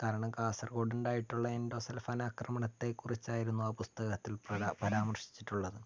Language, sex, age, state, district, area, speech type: Malayalam, male, 18-30, Kerala, Wayanad, rural, spontaneous